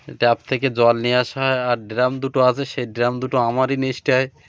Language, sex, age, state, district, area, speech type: Bengali, male, 30-45, West Bengal, Birbhum, urban, spontaneous